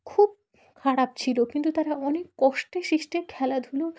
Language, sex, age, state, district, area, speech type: Bengali, female, 18-30, West Bengal, Dakshin Dinajpur, urban, spontaneous